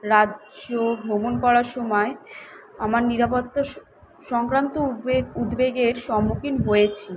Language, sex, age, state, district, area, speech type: Bengali, female, 18-30, West Bengal, Kolkata, urban, spontaneous